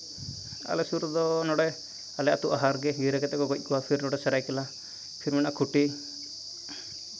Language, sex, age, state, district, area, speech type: Santali, male, 18-30, Jharkhand, Seraikela Kharsawan, rural, spontaneous